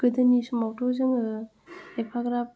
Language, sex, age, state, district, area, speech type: Bodo, female, 18-30, Assam, Kokrajhar, rural, spontaneous